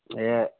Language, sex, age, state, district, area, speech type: Kannada, male, 30-45, Karnataka, Bagalkot, rural, conversation